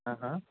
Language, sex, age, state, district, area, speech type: Telugu, male, 30-45, Andhra Pradesh, Anantapur, urban, conversation